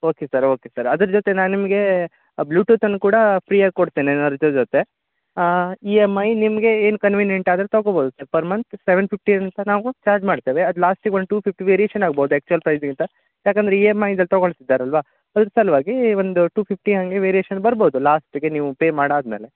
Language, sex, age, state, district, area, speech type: Kannada, male, 18-30, Karnataka, Uttara Kannada, rural, conversation